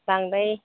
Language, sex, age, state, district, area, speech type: Bodo, female, 45-60, Assam, Kokrajhar, urban, conversation